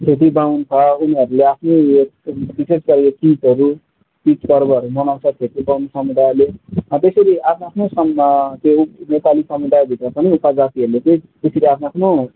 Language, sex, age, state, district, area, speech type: Nepali, male, 18-30, West Bengal, Darjeeling, rural, conversation